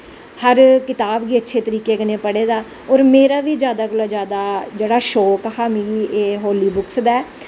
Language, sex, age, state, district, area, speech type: Dogri, female, 45-60, Jammu and Kashmir, Jammu, rural, spontaneous